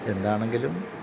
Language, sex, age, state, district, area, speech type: Malayalam, male, 45-60, Kerala, Kottayam, urban, spontaneous